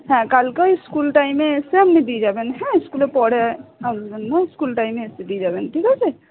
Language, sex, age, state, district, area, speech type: Bengali, female, 45-60, West Bengal, Purba Bardhaman, rural, conversation